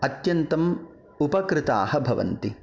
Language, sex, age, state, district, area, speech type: Sanskrit, male, 30-45, Karnataka, Bangalore Rural, urban, spontaneous